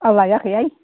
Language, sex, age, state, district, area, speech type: Bodo, female, 60+, Assam, Kokrajhar, rural, conversation